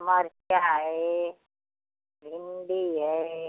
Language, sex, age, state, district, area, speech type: Hindi, female, 60+, Uttar Pradesh, Ghazipur, rural, conversation